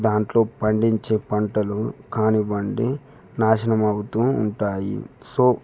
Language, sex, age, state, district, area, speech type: Telugu, male, 18-30, Telangana, Peddapalli, rural, spontaneous